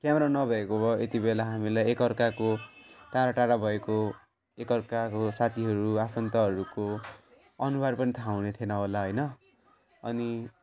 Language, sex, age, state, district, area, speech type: Nepali, male, 18-30, West Bengal, Jalpaiguri, rural, spontaneous